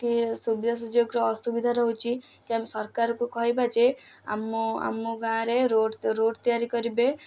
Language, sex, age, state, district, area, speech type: Odia, female, 18-30, Odisha, Kendrapara, urban, spontaneous